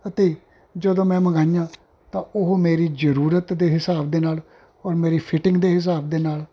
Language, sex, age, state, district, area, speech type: Punjabi, male, 45-60, Punjab, Ludhiana, urban, spontaneous